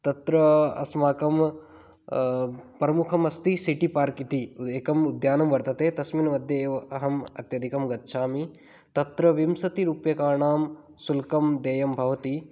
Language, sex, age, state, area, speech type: Sanskrit, male, 18-30, Rajasthan, rural, spontaneous